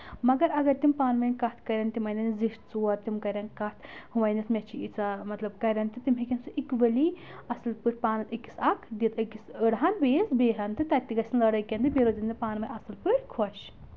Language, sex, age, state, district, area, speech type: Kashmiri, female, 30-45, Jammu and Kashmir, Anantnag, rural, spontaneous